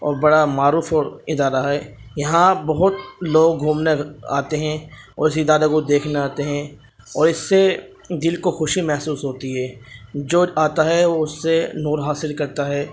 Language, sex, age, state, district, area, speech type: Urdu, male, 18-30, Uttar Pradesh, Ghaziabad, rural, spontaneous